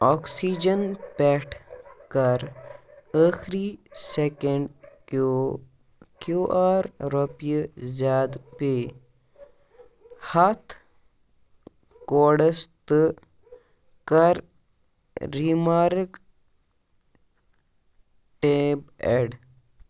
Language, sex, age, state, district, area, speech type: Kashmiri, male, 45-60, Jammu and Kashmir, Baramulla, rural, read